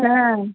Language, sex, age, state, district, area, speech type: Bengali, female, 60+, West Bengal, Kolkata, urban, conversation